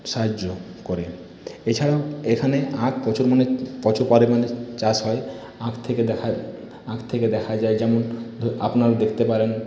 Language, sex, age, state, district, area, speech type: Bengali, male, 45-60, West Bengal, Purulia, urban, spontaneous